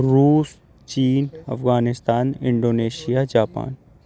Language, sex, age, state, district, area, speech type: Urdu, male, 18-30, Uttar Pradesh, Aligarh, urban, spontaneous